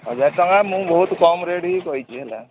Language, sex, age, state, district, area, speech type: Odia, male, 45-60, Odisha, Sundergarh, rural, conversation